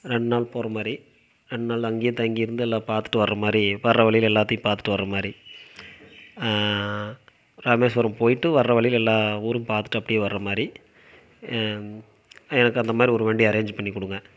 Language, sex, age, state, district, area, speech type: Tamil, male, 30-45, Tamil Nadu, Coimbatore, rural, spontaneous